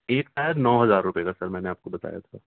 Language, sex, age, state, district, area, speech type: Urdu, male, 45-60, Uttar Pradesh, Ghaziabad, urban, conversation